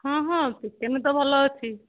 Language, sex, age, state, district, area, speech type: Odia, female, 60+, Odisha, Jharsuguda, rural, conversation